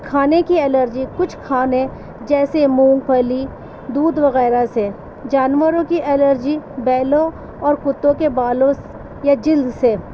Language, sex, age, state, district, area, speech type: Urdu, female, 45-60, Delhi, East Delhi, urban, spontaneous